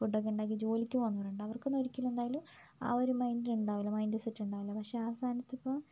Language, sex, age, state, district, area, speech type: Malayalam, female, 30-45, Kerala, Wayanad, rural, spontaneous